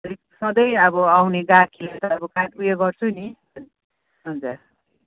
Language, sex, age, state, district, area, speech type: Nepali, female, 45-60, West Bengal, Kalimpong, rural, conversation